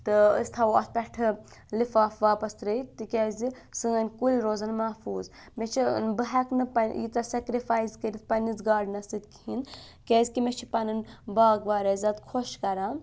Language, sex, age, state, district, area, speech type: Kashmiri, female, 18-30, Jammu and Kashmir, Budgam, urban, spontaneous